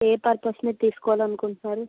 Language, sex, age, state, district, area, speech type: Telugu, female, 18-30, Andhra Pradesh, Anakapalli, rural, conversation